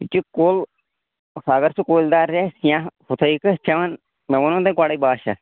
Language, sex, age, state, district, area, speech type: Kashmiri, male, 18-30, Jammu and Kashmir, Anantnag, rural, conversation